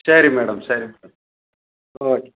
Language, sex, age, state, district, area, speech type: Tamil, male, 45-60, Tamil Nadu, Perambalur, urban, conversation